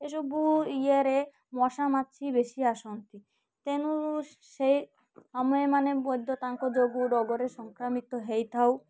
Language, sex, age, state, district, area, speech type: Odia, female, 30-45, Odisha, Malkangiri, urban, spontaneous